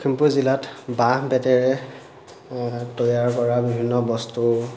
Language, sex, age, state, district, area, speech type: Assamese, male, 18-30, Assam, Lakhimpur, rural, spontaneous